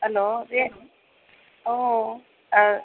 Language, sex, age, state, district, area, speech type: Kannada, female, 45-60, Karnataka, Chitradurga, urban, conversation